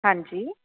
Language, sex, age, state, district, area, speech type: Punjabi, female, 30-45, Punjab, Fatehgarh Sahib, urban, conversation